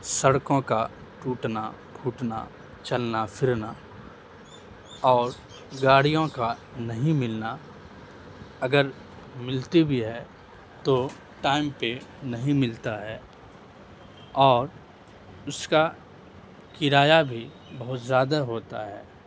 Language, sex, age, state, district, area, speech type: Urdu, male, 18-30, Bihar, Madhubani, rural, spontaneous